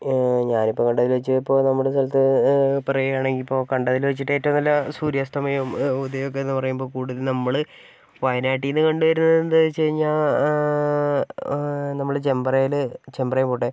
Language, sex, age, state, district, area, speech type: Malayalam, male, 45-60, Kerala, Wayanad, rural, spontaneous